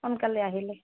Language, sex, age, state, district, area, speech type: Assamese, female, 60+, Assam, Goalpara, urban, conversation